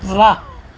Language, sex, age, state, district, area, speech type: Gujarati, male, 60+, Gujarat, Ahmedabad, urban, read